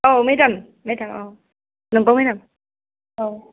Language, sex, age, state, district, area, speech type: Bodo, female, 45-60, Assam, Kokrajhar, urban, conversation